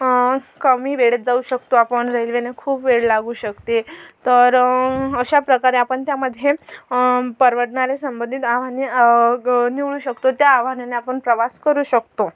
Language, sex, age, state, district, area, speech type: Marathi, female, 18-30, Maharashtra, Amravati, urban, spontaneous